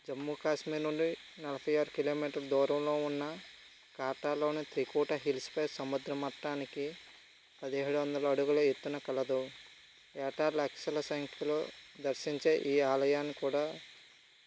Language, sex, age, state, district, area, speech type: Telugu, male, 30-45, Andhra Pradesh, Vizianagaram, rural, spontaneous